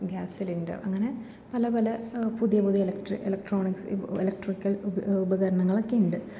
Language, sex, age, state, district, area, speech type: Malayalam, female, 18-30, Kerala, Thrissur, urban, spontaneous